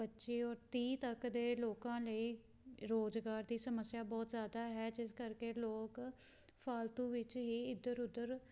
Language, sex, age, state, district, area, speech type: Punjabi, female, 18-30, Punjab, Pathankot, rural, spontaneous